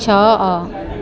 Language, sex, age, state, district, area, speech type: Odia, female, 30-45, Odisha, Koraput, urban, read